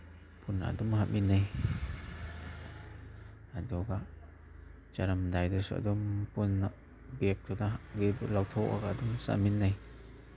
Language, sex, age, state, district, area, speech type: Manipuri, male, 30-45, Manipur, Imphal East, rural, spontaneous